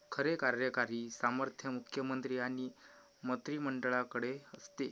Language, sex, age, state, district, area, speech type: Marathi, male, 18-30, Maharashtra, Amravati, urban, read